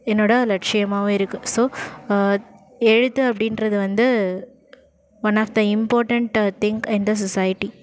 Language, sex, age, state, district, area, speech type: Tamil, female, 30-45, Tamil Nadu, Ariyalur, rural, spontaneous